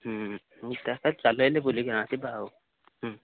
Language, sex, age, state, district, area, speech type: Odia, male, 18-30, Odisha, Nabarangpur, urban, conversation